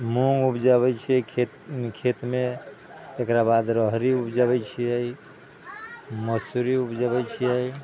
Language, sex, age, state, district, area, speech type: Maithili, male, 60+, Bihar, Sitamarhi, rural, spontaneous